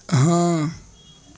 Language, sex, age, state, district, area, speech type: Urdu, male, 18-30, Uttar Pradesh, Ghaziabad, rural, read